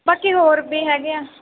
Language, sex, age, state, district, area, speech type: Punjabi, female, 18-30, Punjab, Shaheed Bhagat Singh Nagar, urban, conversation